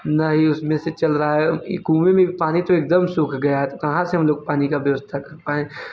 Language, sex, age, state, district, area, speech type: Hindi, male, 18-30, Uttar Pradesh, Mirzapur, rural, spontaneous